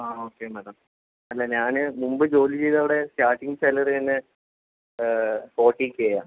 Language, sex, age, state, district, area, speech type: Malayalam, male, 18-30, Kerala, Palakkad, rural, conversation